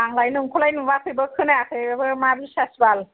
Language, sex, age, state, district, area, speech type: Bodo, female, 60+, Assam, Kokrajhar, urban, conversation